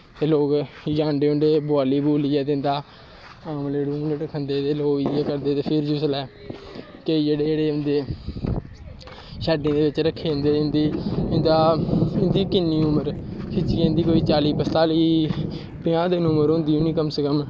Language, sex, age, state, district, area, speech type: Dogri, male, 18-30, Jammu and Kashmir, Kathua, rural, spontaneous